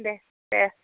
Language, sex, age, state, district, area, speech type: Bodo, female, 45-60, Assam, Kokrajhar, rural, conversation